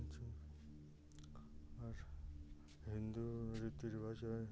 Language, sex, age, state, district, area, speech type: Hindi, male, 30-45, Uttar Pradesh, Ghazipur, rural, spontaneous